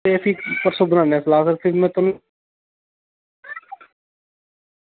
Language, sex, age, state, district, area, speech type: Dogri, male, 18-30, Jammu and Kashmir, Samba, rural, conversation